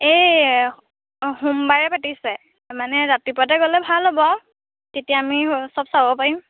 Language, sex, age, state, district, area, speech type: Assamese, female, 18-30, Assam, Lakhimpur, rural, conversation